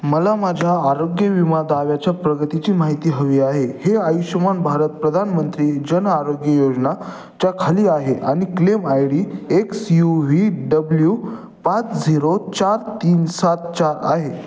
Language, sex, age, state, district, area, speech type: Marathi, male, 18-30, Maharashtra, Ahmednagar, rural, read